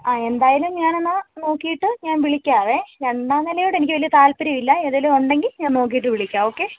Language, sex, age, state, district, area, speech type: Malayalam, female, 18-30, Kerala, Kozhikode, rural, conversation